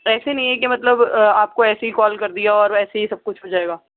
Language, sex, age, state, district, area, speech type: Urdu, female, 30-45, Delhi, Central Delhi, urban, conversation